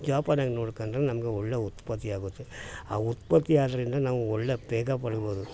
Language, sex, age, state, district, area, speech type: Kannada, male, 60+, Karnataka, Mysore, urban, spontaneous